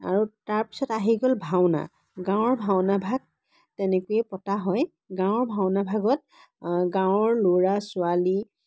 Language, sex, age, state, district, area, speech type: Assamese, female, 30-45, Assam, Biswanath, rural, spontaneous